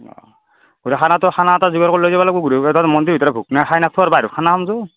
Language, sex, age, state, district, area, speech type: Assamese, male, 45-60, Assam, Darrang, rural, conversation